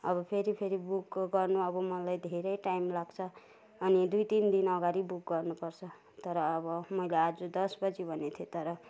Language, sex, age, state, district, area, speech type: Nepali, female, 60+, West Bengal, Kalimpong, rural, spontaneous